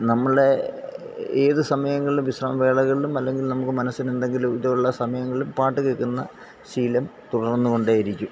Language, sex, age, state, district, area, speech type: Malayalam, male, 45-60, Kerala, Alappuzha, rural, spontaneous